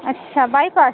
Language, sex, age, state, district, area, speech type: Hindi, female, 30-45, Madhya Pradesh, Seoni, urban, conversation